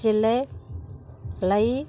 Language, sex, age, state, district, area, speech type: Punjabi, female, 45-60, Punjab, Muktsar, urban, read